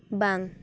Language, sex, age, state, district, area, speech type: Santali, female, 18-30, West Bengal, Paschim Bardhaman, rural, read